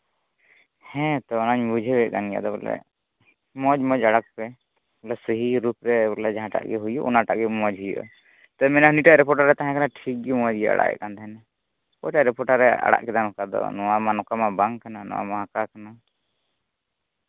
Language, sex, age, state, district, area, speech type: Santali, male, 18-30, Jharkhand, Pakur, rural, conversation